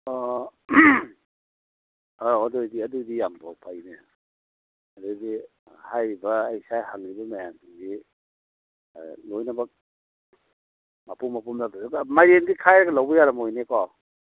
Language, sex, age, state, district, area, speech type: Manipuri, male, 45-60, Manipur, Imphal East, rural, conversation